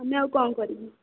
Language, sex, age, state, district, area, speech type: Odia, female, 18-30, Odisha, Kendrapara, urban, conversation